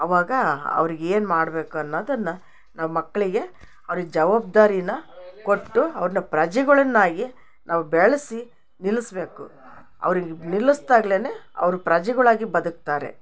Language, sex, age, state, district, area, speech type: Kannada, female, 60+, Karnataka, Chitradurga, rural, spontaneous